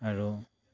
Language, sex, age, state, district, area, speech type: Assamese, male, 30-45, Assam, Dibrugarh, urban, spontaneous